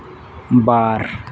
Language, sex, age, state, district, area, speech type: Santali, male, 30-45, Jharkhand, East Singhbhum, rural, read